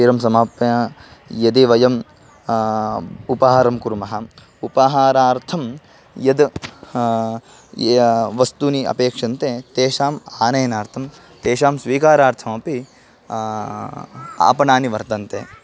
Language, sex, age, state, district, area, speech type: Sanskrit, male, 18-30, Karnataka, Bangalore Rural, rural, spontaneous